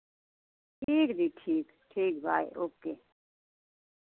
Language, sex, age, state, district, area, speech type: Hindi, female, 60+, Uttar Pradesh, Sitapur, rural, conversation